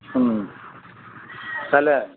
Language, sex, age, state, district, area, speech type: Telugu, male, 45-60, Andhra Pradesh, Krishna, rural, conversation